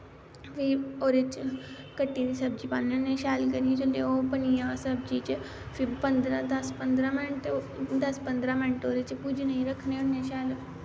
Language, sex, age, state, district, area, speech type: Dogri, female, 18-30, Jammu and Kashmir, Samba, rural, spontaneous